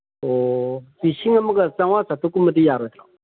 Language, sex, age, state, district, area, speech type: Manipuri, male, 60+, Manipur, Kangpokpi, urban, conversation